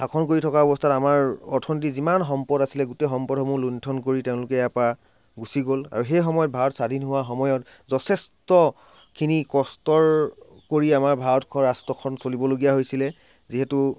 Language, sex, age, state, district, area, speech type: Assamese, male, 30-45, Assam, Sivasagar, urban, spontaneous